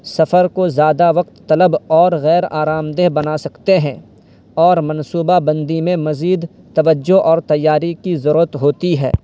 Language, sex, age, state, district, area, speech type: Urdu, male, 18-30, Uttar Pradesh, Saharanpur, urban, spontaneous